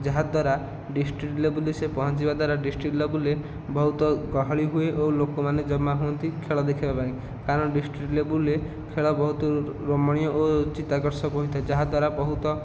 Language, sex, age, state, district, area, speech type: Odia, male, 18-30, Odisha, Nayagarh, rural, spontaneous